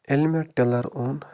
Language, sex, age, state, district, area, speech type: Kashmiri, male, 45-60, Jammu and Kashmir, Baramulla, rural, spontaneous